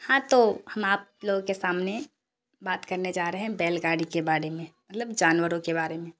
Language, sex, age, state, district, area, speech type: Urdu, female, 30-45, Bihar, Darbhanga, rural, spontaneous